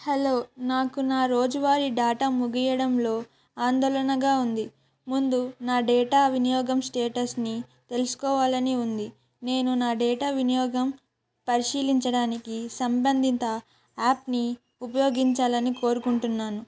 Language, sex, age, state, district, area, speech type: Telugu, female, 18-30, Telangana, Kamareddy, urban, spontaneous